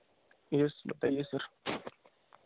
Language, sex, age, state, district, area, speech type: Hindi, female, 18-30, Rajasthan, Nagaur, urban, conversation